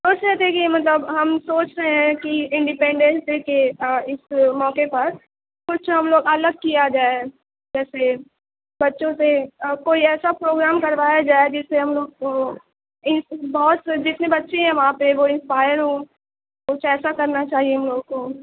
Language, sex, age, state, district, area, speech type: Urdu, female, 18-30, Uttar Pradesh, Mau, urban, conversation